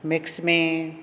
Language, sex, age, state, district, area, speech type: Sindhi, other, 60+, Maharashtra, Thane, urban, spontaneous